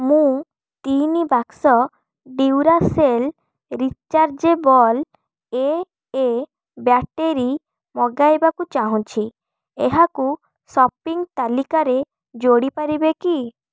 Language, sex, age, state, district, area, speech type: Odia, female, 18-30, Odisha, Kalahandi, rural, read